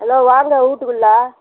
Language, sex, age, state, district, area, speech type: Tamil, female, 60+, Tamil Nadu, Vellore, urban, conversation